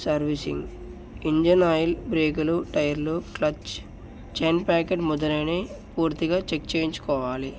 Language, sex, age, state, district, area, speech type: Telugu, male, 18-30, Telangana, Narayanpet, urban, spontaneous